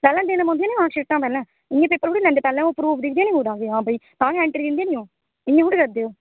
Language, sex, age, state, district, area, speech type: Dogri, female, 18-30, Jammu and Kashmir, Udhampur, rural, conversation